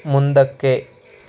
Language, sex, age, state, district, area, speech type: Kannada, male, 45-60, Karnataka, Tumkur, urban, read